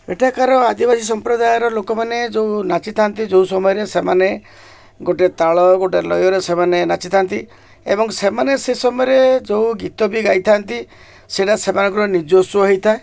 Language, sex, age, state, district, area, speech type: Odia, male, 60+, Odisha, Koraput, urban, spontaneous